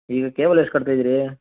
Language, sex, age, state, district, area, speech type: Kannada, male, 30-45, Karnataka, Mandya, rural, conversation